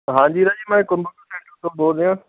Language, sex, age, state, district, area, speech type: Punjabi, male, 45-60, Punjab, Barnala, rural, conversation